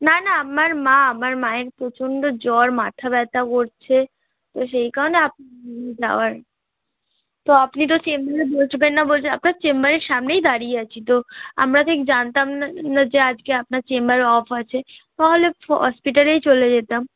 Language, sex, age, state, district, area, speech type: Bengali, female, 18-30, West Bengal, South 24 Parganas, rural, conversation